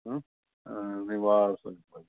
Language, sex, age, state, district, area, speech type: Kannada, male, 45-60, Karnataka, Bangalore Urban, urban, conversation